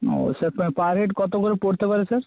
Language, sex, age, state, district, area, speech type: Bengali, male, 18-30, West Bengal, North 24 Parganas, rural, conversation